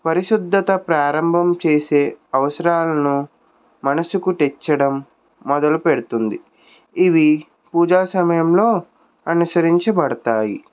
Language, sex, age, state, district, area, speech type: Telugu, male, 18-30, Andhra Pradesh, Krishna, urban, spontaneous